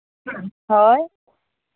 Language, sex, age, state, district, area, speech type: Santali, female, 30-45, Jharkhand, East Singhbhum, rural, conversation